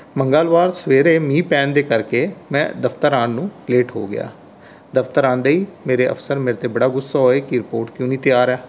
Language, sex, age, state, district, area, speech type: Punjabi, male, 45-60, Punjab, Rupnagar, rural, spontaneous